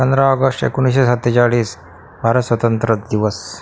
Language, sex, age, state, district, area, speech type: Marathi, male, 45-60, Maharashtra, Akola, urban, spontaneous